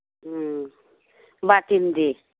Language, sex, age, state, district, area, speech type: Manipuri, female, 45-60, Manipur, Imphal East, rural, conversation